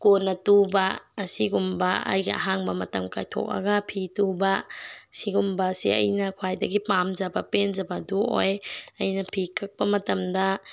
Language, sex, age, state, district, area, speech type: Manipuri, female, 18-30, Manipur, Tengnoupal, rural, spontaneous